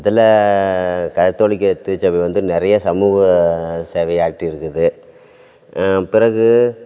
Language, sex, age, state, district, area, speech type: Tamil, male, 30-45, Tamil Nadu, Thanjavur, rural, spontaneous